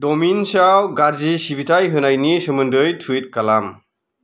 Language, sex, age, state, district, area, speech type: Bodo, male, 45-60, Assam, Kokrajhar, rural, read